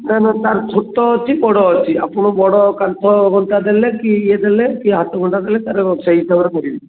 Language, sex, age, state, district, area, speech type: Odia, male, 45-60, Odisha, Kendrapara, urban, conversation